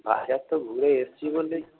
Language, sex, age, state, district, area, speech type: Bengali, male, 30-45, West Bengal, Howrah, urban, conversation